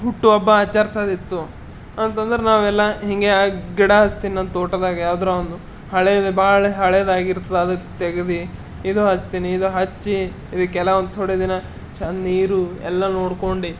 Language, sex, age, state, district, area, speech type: Kannada, male, 30-45, Karnataka, Bidar, urban, spontaneous